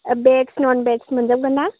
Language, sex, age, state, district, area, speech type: Bodo, female, 18-30, Assam, Chirang, urban, conversation